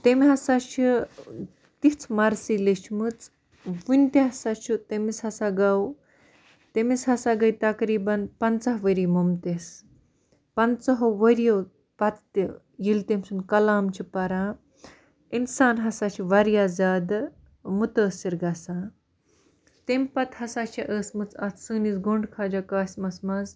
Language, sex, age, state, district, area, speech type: Kashmiri, female, 18-30, Jammu and Kashmir, Baramulla, rural, spontaneous